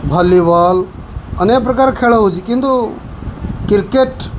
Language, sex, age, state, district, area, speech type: Odia, male, 45-60, Odisha, Kendujhar, urban, spontaneous